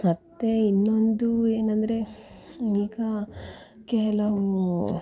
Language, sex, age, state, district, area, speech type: Kannada, female, 18-30, Karnataka, Dakshina Kannada, rural, spontaneous